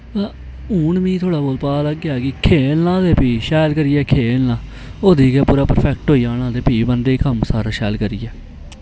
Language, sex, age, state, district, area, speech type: Dogri, male, 18-30, Jammu and Kashmir, Reasi, rural, spontaneous